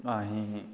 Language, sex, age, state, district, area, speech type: Dogri, male, 30-45, Jammu and Kashmir, Kathua, rural, spontaneous